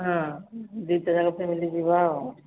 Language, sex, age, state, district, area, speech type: Odia, female, 45-60, Odisha, Angul, rural, conversation